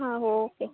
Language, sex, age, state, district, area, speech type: Kannada, female, 18-30, Karnataka, Uttara Kannada, rural, conversation